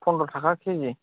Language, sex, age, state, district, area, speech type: Bodo, male, 18-30, Assam, Kokrajhar, rural, conversation